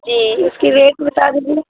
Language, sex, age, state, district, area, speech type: Urdu, female, 45-60, Bihar, Supaul, rural, conversation